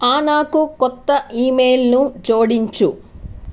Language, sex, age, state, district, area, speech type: Telugu, female, 30-45, Andhra Pradesh, Sri Balaji, urban, read